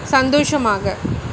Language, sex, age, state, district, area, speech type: Tamil, female, 30-45, Tamil Nadu, Chennai, urban, read